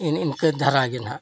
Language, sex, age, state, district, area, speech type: Santali, male, 60+, Odisha, Mayurbhanj, rural, spontaneous